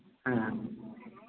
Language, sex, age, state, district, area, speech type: Hindi, male, 45-60, Uttar Pradesh, Azamgarh, rural, conversation